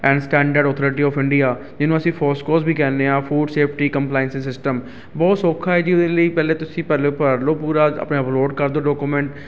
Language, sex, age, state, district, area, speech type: Punjabi, male, 30-45, Punjab, Ludhiana, urban, spontaneous